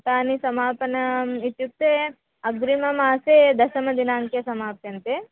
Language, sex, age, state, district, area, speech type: Sanskrit, female, 18-30, Karnataka, Dharwad, urban, conversation